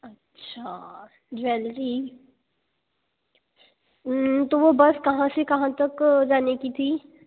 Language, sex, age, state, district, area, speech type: Hindi, female, 18-30, Madhya Pradesh, Betul, rural, conversation